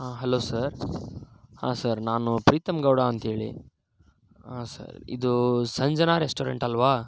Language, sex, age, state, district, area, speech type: Kannada, male, 30-45, Karnataka, Tumkur, urban, spontaneous